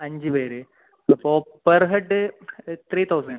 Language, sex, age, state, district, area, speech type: Malayalam, male, 18-30, Kerala, Kasaragod, urban, conversation